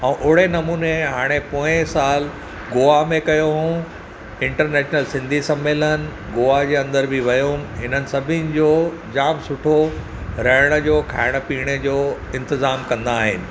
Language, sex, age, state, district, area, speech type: Sindhi, male, 45-60, Maharashtra, Thane, urban, spontaneous